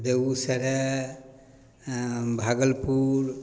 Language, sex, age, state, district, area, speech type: Maithili, male, 60+, Bihar, Samastipur, rural, spontaneous